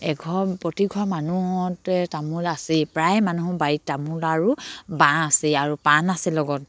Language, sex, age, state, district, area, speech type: Assamese, female, 45-60, Assam, Dibrugarh, rural, spontaneous